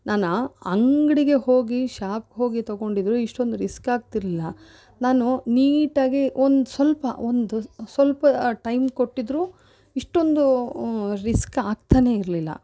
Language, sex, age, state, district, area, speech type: Kannada, female, 45-60, Karnataka, Mysore, urban, spontaneous